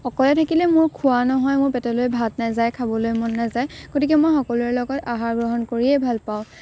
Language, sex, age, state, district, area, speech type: Assamese, female, 18-30, Assam, Morigaon, rural, spontaneous